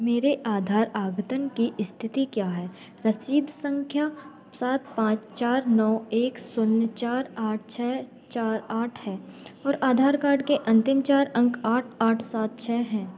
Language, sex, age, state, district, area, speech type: Hindi, female, 18-30, Madhya Pradesh, Narsinghpur, rural, read